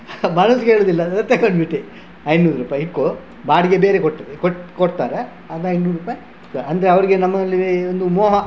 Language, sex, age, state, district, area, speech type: Kannada, male, 60+, Karnataka, Udupi, rural, spontaneous